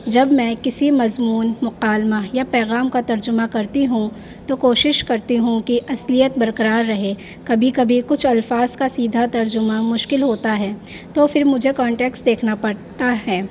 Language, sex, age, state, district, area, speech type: Urdu, female, 18-30, Delhi, North East Delhi, urban, spontaneous